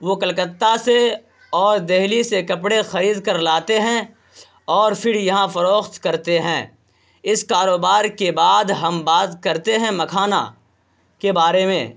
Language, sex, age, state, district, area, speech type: Urdu, male, 18-30, Bihar, Purnia, rural, spontaneous